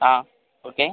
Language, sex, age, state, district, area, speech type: Tamil, male, 18-30, Tamil Nadu, Tirunelveli, rural, conversation